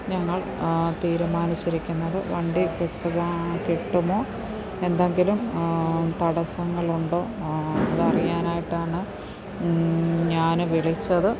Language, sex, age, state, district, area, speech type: Malayalam, female, 30-45, Kerala, Alappuzha, rural, spontaneous